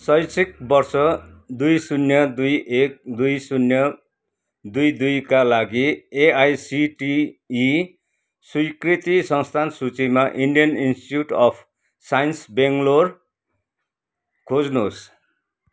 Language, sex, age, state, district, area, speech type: Nepali, male, 60+, West Bengal, Kalimpong, rural, read